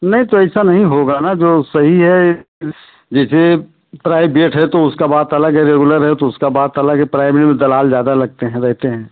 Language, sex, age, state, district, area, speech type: Hindi, male, 60+, Uttar Pradesh, Ayodhya, rural, conversation